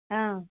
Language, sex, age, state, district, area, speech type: Assamese, female, 60+, Assam, Goalpara, urban, conversation